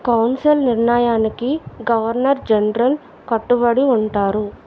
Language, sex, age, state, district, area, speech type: Telugu, female, 30-45, Andhra Pradesh, Vizianagaram, rural, read